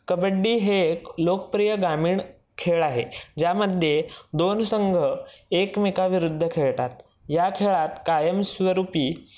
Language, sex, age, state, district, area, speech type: Marathi, male, 18-30, Maharashtra, Raigad, rural, spontaneous